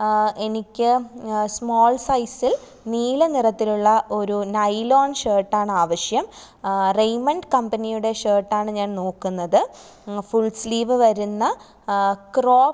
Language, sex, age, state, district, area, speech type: Malayalam, female, 18-30, Kerala, Thiruvananthapuram, rural, spontaneous